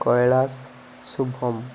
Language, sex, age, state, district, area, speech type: Odia, male, 18-30, Odisha, Koraput, urban, spontaneous